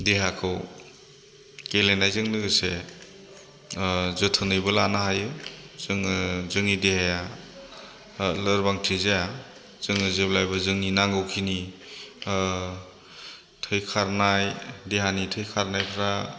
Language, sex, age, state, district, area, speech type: Bodo, male, 30-45, Assam, Chirang, rural, spontaneous